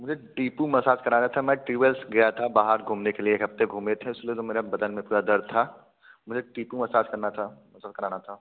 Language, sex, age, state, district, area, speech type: Hindi, male, 18-30, Uttar Pradesh, Bhadohi, urban, conversation